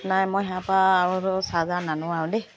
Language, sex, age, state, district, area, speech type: Assamese, female, 45-60, Assam, Dibrugarh, rural, spontaneous